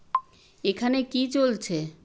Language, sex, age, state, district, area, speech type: Bengali, female, 60+, West Bengal, South 24 Parganas, rural, read